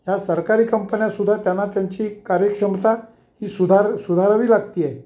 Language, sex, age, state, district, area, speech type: Marathi, male, 60+, Maharashtra, Kolhapur, urban, spontaneous